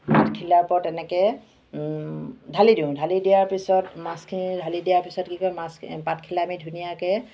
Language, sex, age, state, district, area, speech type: Assamese, female, 45-60, Assam, Charaideo, urban, spontaneous